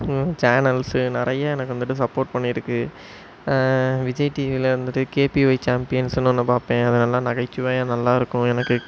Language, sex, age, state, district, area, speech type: Tamil, male, 18-30, Tamil Nadu, Sivaganga, rural, spontaneous